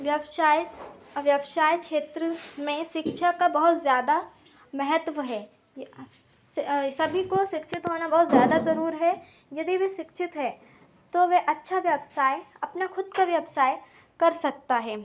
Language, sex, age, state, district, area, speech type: Hindi, female, 18-30, Madhya Pradesh, Seoni, urban, spontaneous